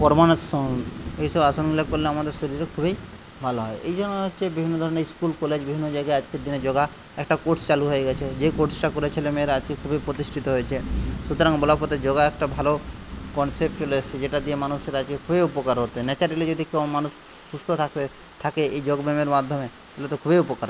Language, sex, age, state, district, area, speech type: Bengali, male, 30-45, West Bengal, Jhargram, rural, spontaneous